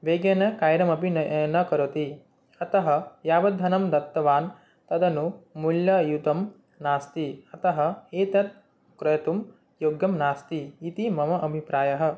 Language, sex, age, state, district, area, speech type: Sanskrit, male, 18-30, Assam, Nagaon, rural, spontaneous